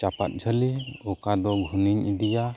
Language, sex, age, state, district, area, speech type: Santali, male, 30-45, West Bengal, Birbhum, rural, spontaneous